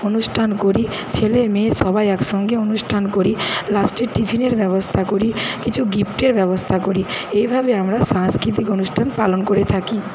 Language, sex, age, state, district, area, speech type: Bengali, female, 60+, West Bengal, Paschim Medinipur, rural, spontaneous